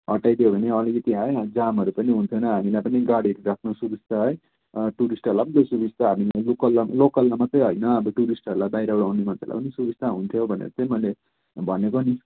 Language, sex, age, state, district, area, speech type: Nepali, male, 18-30, West Bengal, Darjeeling, rural, conversation